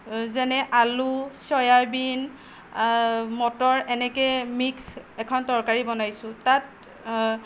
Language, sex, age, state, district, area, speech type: Assamese, female, 60+, Assam, Nagaon, rural, spontaneous